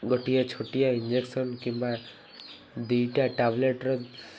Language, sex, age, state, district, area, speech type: Odia, male, 18-30, Odisha, Koraput, urban, spontaneous